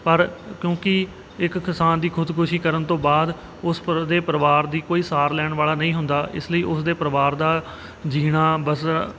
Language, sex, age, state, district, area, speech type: Punjabi, male, 30-45, Punjab, Kapurthala, rural, spontaneous